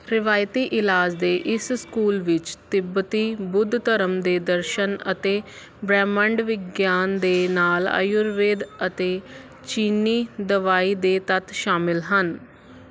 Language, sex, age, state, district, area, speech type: Punjabi, female, 30-45, Punjab, Faridkot, urban, read